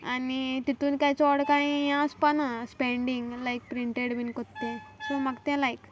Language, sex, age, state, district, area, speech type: Goan Konkani, female, 18-30, Goa, Quepem, rural, spontaneous